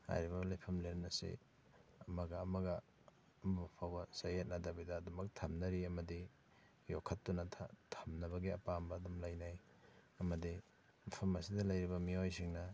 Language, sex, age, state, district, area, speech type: Manipuri, male, 30-45, Manipur, Kakching, rural, spontaneous